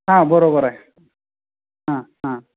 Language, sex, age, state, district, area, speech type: Marathi, male, 30-45, Maharashtra, Sangli, urban, conversation